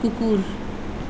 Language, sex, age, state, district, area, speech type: Nepali, female, 45-60, West Bengal, Darjeeling, rural, read